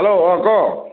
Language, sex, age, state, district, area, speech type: Assamese, male, 30-45, Assam, Nagaon, rural, conversation